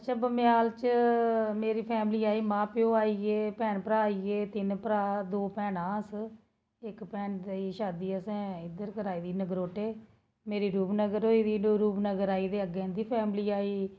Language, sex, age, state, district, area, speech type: Dogri, female, 30-45, Jammu and Kashmir, Jammu, urban, spontaneous